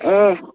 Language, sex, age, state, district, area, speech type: Kashmiri, male, 18-30, Jammu and Kashmir, Kupwara, rural, conversation